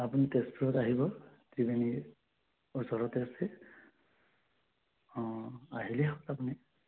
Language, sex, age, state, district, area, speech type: Assamese, male, 30-45, Assam, Sonitpur, rural, conversation